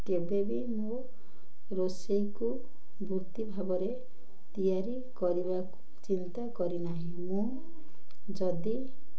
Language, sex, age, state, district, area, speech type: Odia, female, 60+, Odisha, Ganjam, urban, spontaneous